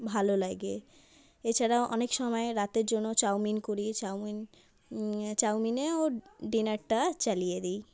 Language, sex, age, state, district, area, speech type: Bengali, female, 30-45, West Bengal, South 24 Parganas, rural, spontaneous